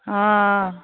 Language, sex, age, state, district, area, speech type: Assamese, female, 45-60, Assam, Biswanath, rural, conversation